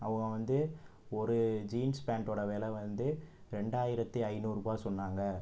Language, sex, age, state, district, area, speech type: Tamil, male, 18-30, Tamil Nadu, Pudukkottai, rural, spontaneous